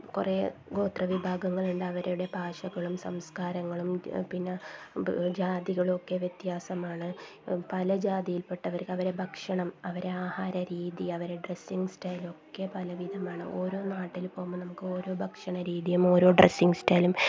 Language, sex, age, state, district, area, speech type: Malayalam, female, 30-45, Kerala, Kasaragod, rural, spontaneous